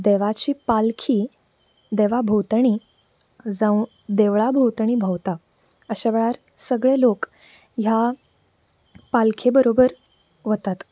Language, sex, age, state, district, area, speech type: Goan Konkani, female, 18-30, Goa, Canacona, urban, spontaneous